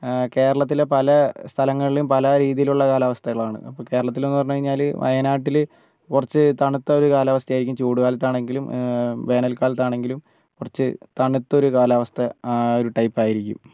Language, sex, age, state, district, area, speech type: Malayalam, male, 45-60, Kerala, Wayanad, rural, spontaneous